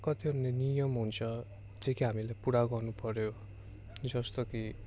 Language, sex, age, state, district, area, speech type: Nepali, male, 18-30, West Bengal, Darjeeling, rural, spontaneous